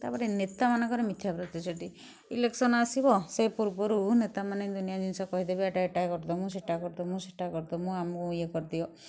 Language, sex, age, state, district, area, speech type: Odia, female, 60+, Odisha, Kendujhar, urban, spontaneous